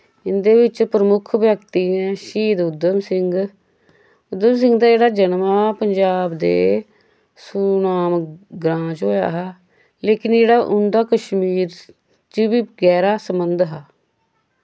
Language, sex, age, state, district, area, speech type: Dogri, female, 45-60, Jammu and Kashmir, Samba, rural, spontaneous